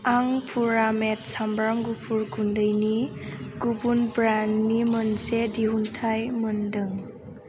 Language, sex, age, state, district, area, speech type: Bodo, female, 18-30, Assam, Chirang, rural, read